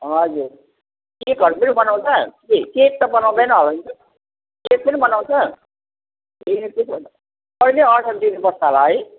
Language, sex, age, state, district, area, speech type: Nepali, female, 60+, West Bengal, Jalpaiguri, rural, conversation